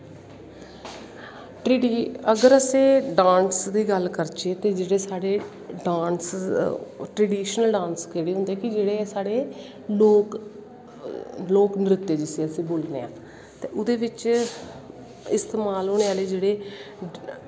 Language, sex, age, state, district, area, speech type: Dogri, female, 30-45, Jammu and Kashmir, Kathua, rural, spontaneous